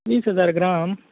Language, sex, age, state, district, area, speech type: Goan Konkani, male, 18-30, Goa, Tiswadi, rural, conversation